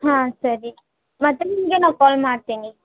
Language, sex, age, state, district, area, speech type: Kannada, female, 18-30, Karnataka, Gadag, rural, conversation